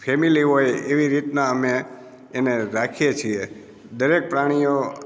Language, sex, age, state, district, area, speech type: Gujarati, male, 60+, Gujarat, Amreli, rural, spontaneous